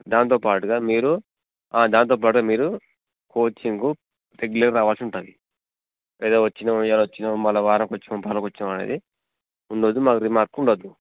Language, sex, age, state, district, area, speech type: Telugu, male, 30-45, Telangana, Jangaon, rural, conversation